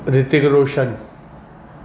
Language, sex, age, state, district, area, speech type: Urdu, male, 45-60, Uttar Pradesh, Gautam Buddha Nagar, urban, spontaneous